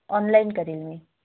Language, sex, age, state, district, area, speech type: Marathi, female, 30-45, Maharashtra, Wardha, rural, conversation